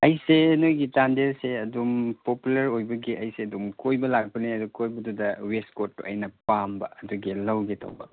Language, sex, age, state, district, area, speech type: Manipuri, male, 30-45, Manipur, Chandel, rural, conversation